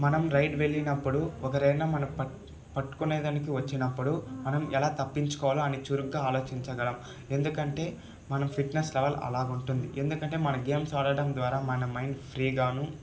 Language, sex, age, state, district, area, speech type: Telugu, male, 18-30, Andhra Pradesh, Sri Balaji, rural, spontaneous